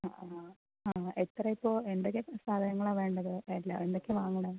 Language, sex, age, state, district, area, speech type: Malayalam, female, 18-30, Kerala, Palakkad, urban, conversation